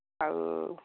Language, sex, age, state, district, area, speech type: Odia, female, 45-60, Odisha, Gajapati, rural, conversation